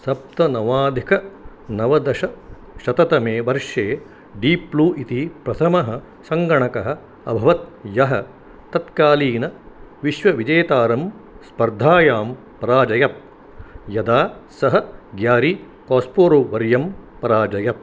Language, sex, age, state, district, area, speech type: Sanskrit, male, 60+, Karnataka, Dharwad, rural, read